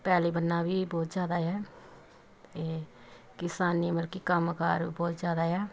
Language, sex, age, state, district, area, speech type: Punjabi, female, 30-45, Punjab, Pathankot, rural, spontaneous